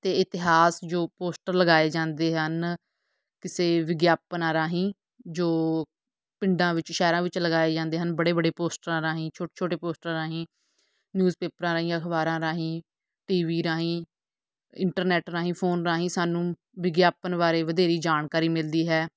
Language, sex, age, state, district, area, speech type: Punjabi, female, 45-60, Punjab, Fatehgarh Sahib, rural, spontaneous